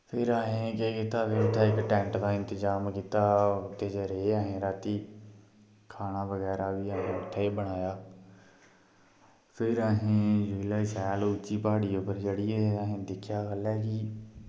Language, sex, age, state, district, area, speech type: Dogri, male, 30-45, Jammu and Kashmir, Kathua, rural, spontaneous